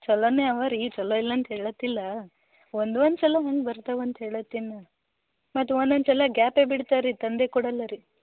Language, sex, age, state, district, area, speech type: Kannada, female, 18-30, Karnataka, Gulbarga, urban, conversation